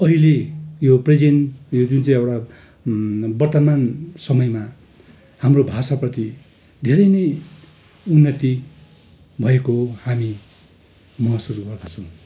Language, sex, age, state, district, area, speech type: Nepali, male, 60+, West Bengal, Darjeeling, rural, spontaneous